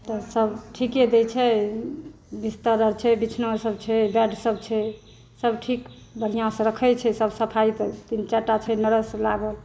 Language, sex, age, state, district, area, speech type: Maithili, female, 60+, Bihar, Saharsa, rural, spontaneous